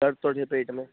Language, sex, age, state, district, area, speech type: Sindhi, male, 18-30, Delhi, South Delhi, urban, conversation